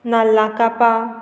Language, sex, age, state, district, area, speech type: Goan Konkani, female, 18-30, Goa, Murmgao, rural, spontaneous